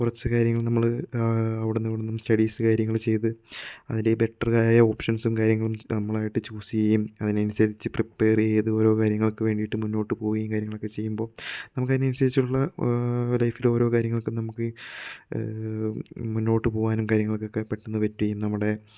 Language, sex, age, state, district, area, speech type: Malayalam, male, 18-30, Kerala, Kozhikode, rural, spontaneous